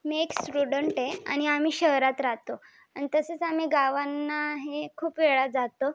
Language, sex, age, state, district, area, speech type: Marathi, female, 18-30, Maharashtra, Thane, urban, spontaneous